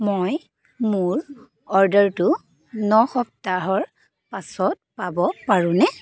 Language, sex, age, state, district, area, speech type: Assamese, female, 30-45, Assam, Dibrugarh, rural, read